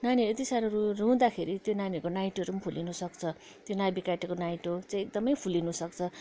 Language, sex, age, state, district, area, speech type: Nepali, female, 60+, West Bengal, Kalimpong, rural, spontaneous